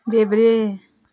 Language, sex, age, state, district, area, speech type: Nepali, female, 45-60, West Bengal, Jalpaiguri, rural, read